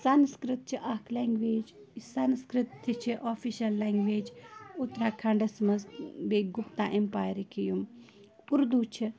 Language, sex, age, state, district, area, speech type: Kashmiri, female, 18-30, Jammu and Kashmir, Bandipora, rural, spontaneous